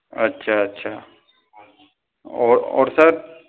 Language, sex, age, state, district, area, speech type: Hindi, male, 60+, Rajasthan, Karauli, rural, conversation